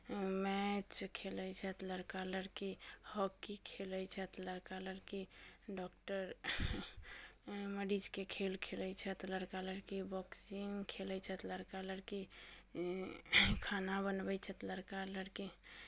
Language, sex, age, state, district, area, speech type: Maithili, female, 18-30, Bihar, Muzaffarpur, rural, spontaneous